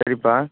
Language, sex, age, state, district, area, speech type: Tamil, male, 18-30, Tamil Nadu, Ariyalur, rural, conversation